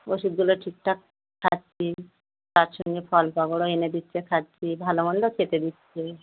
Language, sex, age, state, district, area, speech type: Bengali, female, 45-60, West Bengal, Dakshin Dinajpur, rural, conversation